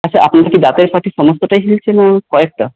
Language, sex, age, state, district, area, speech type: Bengali, male, 30-45, West Bengal, Paschim Bardhaman, urban, conversation